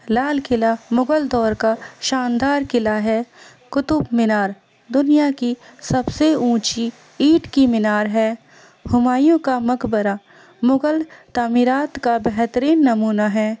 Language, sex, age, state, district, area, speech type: Urdu, female, 18-30, Delhi, Central Delhi, urban, spontaneous